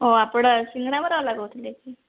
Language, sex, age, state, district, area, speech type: Odia, female, 30-45, Odisha, Sundergarh, urban, conversation